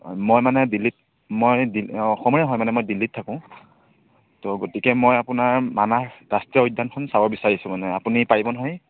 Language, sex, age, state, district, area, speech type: Assamese, male, 30-45, Assam, Biswanath, rural, conversation